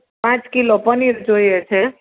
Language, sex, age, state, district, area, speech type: Gujarati, female, 30-45, Gujarat, Rajkot, urban, conversation